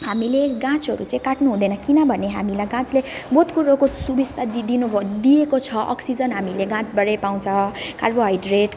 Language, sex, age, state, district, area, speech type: Nepali, female, 18-30, West Bengal, Alipurduar, urban, spontaneous